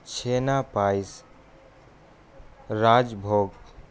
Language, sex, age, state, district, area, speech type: Urdu, male, 18-30, Bihar, Gaya, rural, spontaneous